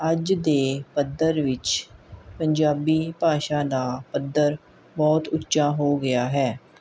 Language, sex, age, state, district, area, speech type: Punjabi, female, 30-45, Punjab, Mohali, urban, spontaneous